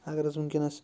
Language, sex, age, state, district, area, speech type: Kashmiri, male, 30-45, Jammu and Kashmir, Bandipora, rural, spontaneous